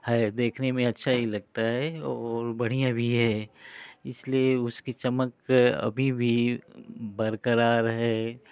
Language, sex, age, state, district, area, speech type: Hindi, male, 45-60, Uttar Pradesh, Ghazipur, rural, spontaneous